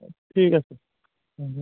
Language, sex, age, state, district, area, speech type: Assamese, male, 30-45, Assam, Charaideo, urban, conversation